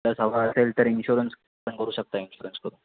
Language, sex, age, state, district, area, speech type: Marathi, male, 18-30, Maharashtra, Sindhudurg, rural, conversation